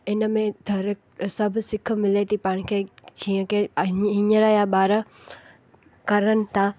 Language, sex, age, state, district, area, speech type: Sindhi, female, 18-30, Gujarat, Junagadh, rural, spontaneous